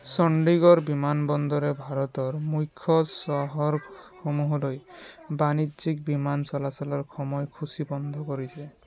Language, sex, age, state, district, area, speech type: Assamese, male, 30-45, Assam, Biswanath, rural, read